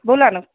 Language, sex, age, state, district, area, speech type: Marathi, female, 30-45, Maharashtra, Osmanabad, rural, conversation